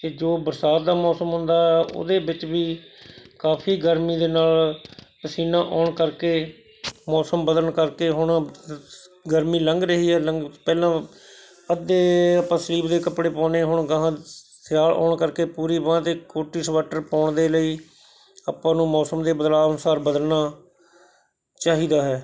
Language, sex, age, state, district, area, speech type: Punjabi, male, 60+, Punjab, Shaheed Bhagat Singh Nagar, urban, spontaneous